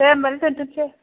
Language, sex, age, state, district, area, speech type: Bodo, female, 30-45, Assam, Chirang, rural, conversation